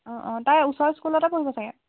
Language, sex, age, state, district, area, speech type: Assamese, female, 18-30, Assam, Jorhat, urban, conversation